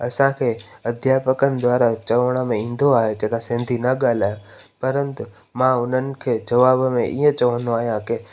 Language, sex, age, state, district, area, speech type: Sindhi, male, 18-30, Gujarat, Junagadh, rural, spontaneous